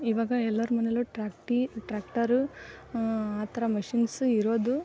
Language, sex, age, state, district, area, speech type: Kannada, female, 18-30, Karnataka, Koppal, rural, spontaneous